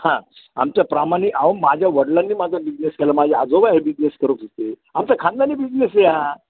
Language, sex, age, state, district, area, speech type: Marathi, male, 60+, Maharashtra, Ahmednagar, urban, conversation